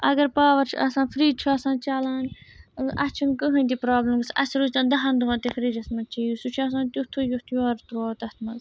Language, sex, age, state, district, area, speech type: Kashmiri, female, 30-45, Jammu and Kashmir, Srinagar, urban, spontaneous